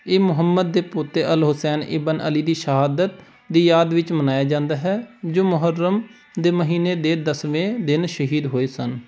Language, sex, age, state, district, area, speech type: Punjabi, male, 18-30, Punjab, Pathankot, rural, read